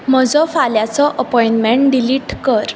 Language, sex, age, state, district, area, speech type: Goan Konkani, female, 18-30, Goa, Bardez, urban, read